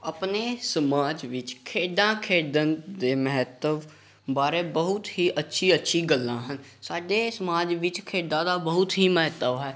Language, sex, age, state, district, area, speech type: Punjabi, male, 18-30, Punjab, Gurdaspur, rural, spontaneous